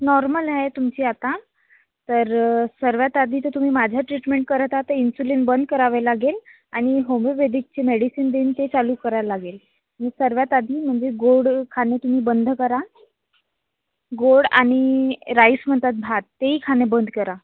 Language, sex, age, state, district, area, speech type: Marathi, female, 45-60, Maharashtra, Nagpur, urban, conversation